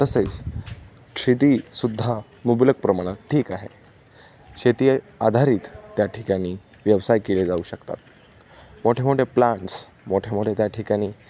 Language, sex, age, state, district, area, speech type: Marathi, male, 18-30, Maharashtra, Pune, urban, spontaneous